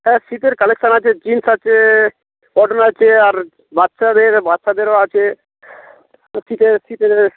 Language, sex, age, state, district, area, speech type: Bengali, male, 30-45, West Bengal, Darjeeling, urban, conversation